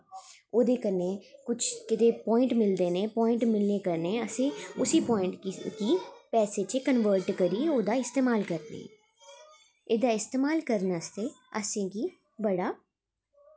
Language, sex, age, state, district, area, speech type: Dogri, female, 30-45, Jammu and Kashmir, Jammu, urban, spontaneous